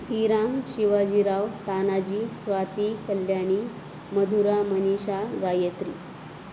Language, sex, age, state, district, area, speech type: Marathi, female, 30-45, Maharashtra, Nanded, urban, spontaneous